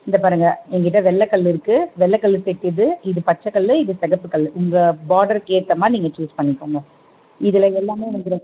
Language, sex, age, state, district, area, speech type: Tamil, female, 30-45, Tamil Nadu, Chengalpattu, urban, conversation